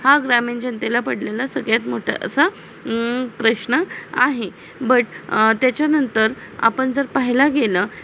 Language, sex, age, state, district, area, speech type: Marathi, female, 18-30, Maharashtra, Satara, rural, spontaneous